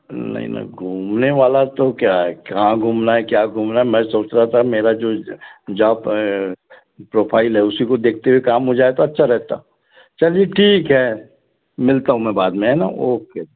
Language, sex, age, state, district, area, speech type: Hindi, male, 60+, Madhya Pradesh, Balaghat, rural, conversation